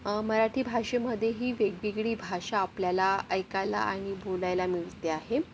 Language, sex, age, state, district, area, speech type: Marathi, female, 45-60, Maharashtra, Yavatmal, urban, spontaneous